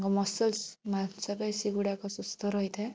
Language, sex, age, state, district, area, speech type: Odia, female, 18-30, Odisha, Bhadrak, rural, spontaneous